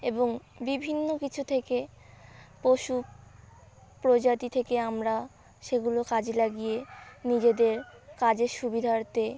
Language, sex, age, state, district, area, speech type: Bengali, female, 18-30, West Bengal, South 24 Parganas, rural, spontaneous